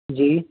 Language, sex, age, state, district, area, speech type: Hindi, male, 18-30, Madhya Pradesh, Jabalpur, urban, conversation